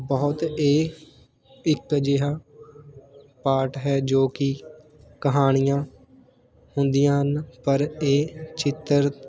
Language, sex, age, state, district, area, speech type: Punjabi, male, 18-30, Punjab, Fatehgarh Sahib, rural, spontaneous